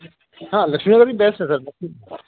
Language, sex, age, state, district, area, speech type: Urdu, male, 45-60, Delhi, East Delhi, urban, conversation